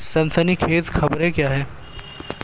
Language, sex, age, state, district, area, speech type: Urdu, male, 18-30, Delhi, East Delhi, urban, read